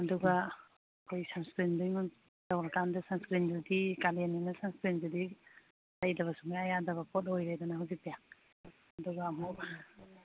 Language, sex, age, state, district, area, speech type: Manipuri, female, 45-60, Manipur, Imphal East, rural, conversation